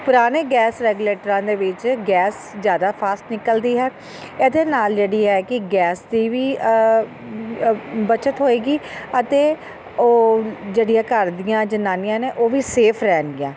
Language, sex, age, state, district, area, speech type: Punjabi, female, 45-60, Punjab, Ludhiana, urban, spontaneous